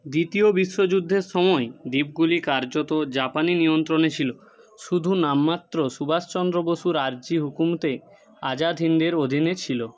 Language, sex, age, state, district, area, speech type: Bengali, male, 30-45, West Bengal, Jhargram, rural, read